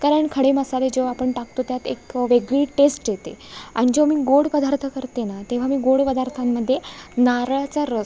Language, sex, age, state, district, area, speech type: Marathi, female, 18-30, Maharashtra, Sindhudurg, rural, spontaneous